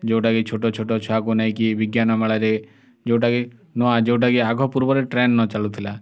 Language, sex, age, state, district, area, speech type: Odia, male, 30-45, Odisha, Kalahandi, rural, spontaneous